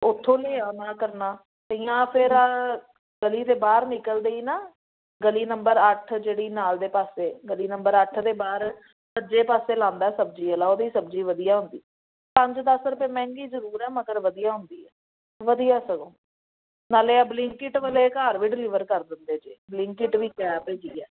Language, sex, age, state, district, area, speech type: Punjabi, female, 30-45, Punjab, Amritsar, urban, conversation